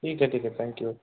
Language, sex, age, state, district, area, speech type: Marathi, male, 30-45, Maharashtra, Osmanabad, rural, conversation